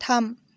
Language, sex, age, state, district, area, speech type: Bodo, male, 18-30, Assam, Baksa, rural, read